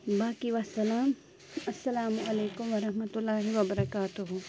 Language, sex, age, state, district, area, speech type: Kashmiri, female, 18-30, Jammu and Kashmir, Bandipora, rural, spontaneous